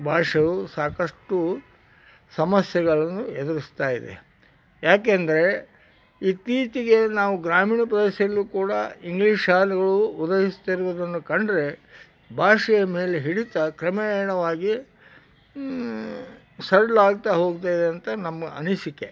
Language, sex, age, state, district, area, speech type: Kannada, male, 60+, Karnataka, Koppal, rural, spontaneous